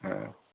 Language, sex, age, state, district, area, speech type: Bengali, male, 45-60, West Bengal, Hooghly, rural, conversation